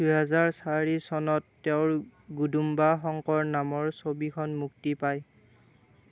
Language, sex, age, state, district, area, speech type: Assamese, male, 30-45, Assam, Darrang, rural, read